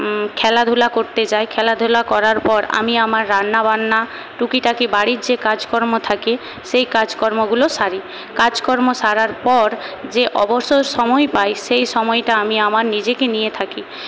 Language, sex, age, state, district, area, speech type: Bengali, female, 18-30, West Bengal, Paschim Medinipur, rural, spontaneous